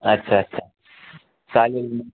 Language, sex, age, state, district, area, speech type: Marathi, male, 18-30, Maharashtra, Ratnagiri, rural, conversation